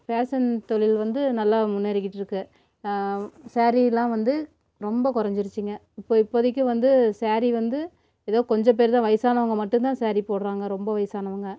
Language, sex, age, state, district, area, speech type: Tamil, female, 30-45, Tamil Nadu, Namakkal, rural, spontaneous